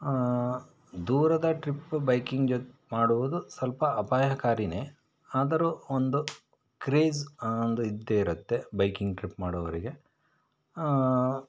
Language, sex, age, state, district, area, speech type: Kannada, male, 30-45, Karnataka, Shimoga, rural, spontaneous